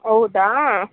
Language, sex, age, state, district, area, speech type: Kannada, female, 18-30, Karnataka, Chitradurga, rural, conversation